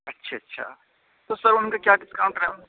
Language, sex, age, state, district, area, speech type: Urdu, male, 18-30, Uttar Pradesh, Saharanpur, urban, conversation